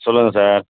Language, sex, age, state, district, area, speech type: Tamil, male, 60+, Tamil Nadu, Ariyalur, rural, conversation